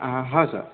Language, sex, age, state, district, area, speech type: Marathi, male, 18-30, Maharashtra, Akola, rural, conversation